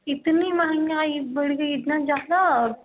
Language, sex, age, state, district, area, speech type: Hindi, female, 18-30, Uttar Pradesh, Ghazipur, rural, conversation